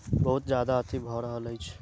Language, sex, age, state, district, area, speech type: Maithili, male, 30-45, Bihar, Sitamarhi, rural, spontaneous